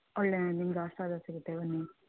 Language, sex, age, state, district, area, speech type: Kannada, female, 30-45, Karnataka, Chitradurga, rural, conversation